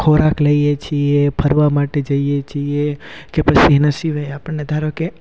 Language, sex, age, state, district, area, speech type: Gujarati, male, 18-30, Gujarat, Rajkot, rural, spontaneous